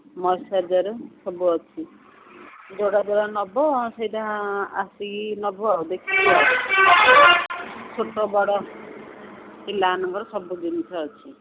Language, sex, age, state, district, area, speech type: Odia, female, 60+, Odisha, Gajapati, rural, conversation